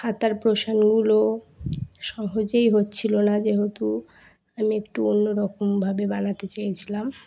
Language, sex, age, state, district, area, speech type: Bengali, female, 18-30, West Bengal, Dakshin Dinajpur, urban, spontaneous